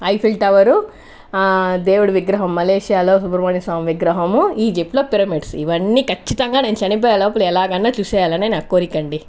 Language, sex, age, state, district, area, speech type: Telugu, female, 30-45, Andhra Pradesh, Sri Balaji, rural, spontaneous